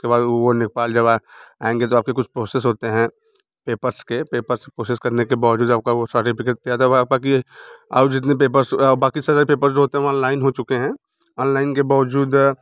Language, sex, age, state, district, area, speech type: Hindi, male, 45-60, Uttar Pradesh, Bhadohi, urban, spontaneous